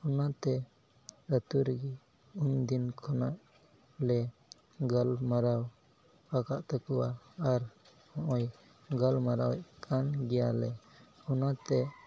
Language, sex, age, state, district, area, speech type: Santali, male, 18-30, Jharkhand, Pakur, rural, spontaneous